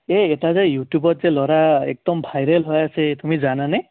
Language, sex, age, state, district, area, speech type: Assamese, male, 30-45, Assam, Sonitpur, rural, conversation